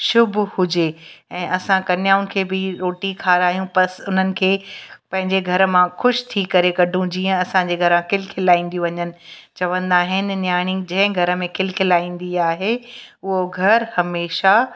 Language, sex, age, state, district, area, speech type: Sindhi, female, 45-60, Gujarat, Kutch, rural, spontaneous